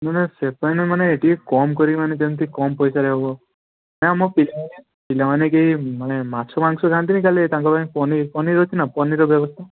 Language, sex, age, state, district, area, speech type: Odia, male, 18-30, Odisha, Balasore, rural, conversation